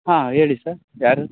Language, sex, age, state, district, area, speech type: Kannada, male, 30-45, Karnataka, Raichur, rural, conversation